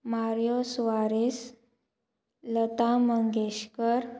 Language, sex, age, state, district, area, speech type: Goan Konkani, female, 18-30, Goa, Murmgao, rural, spontaneous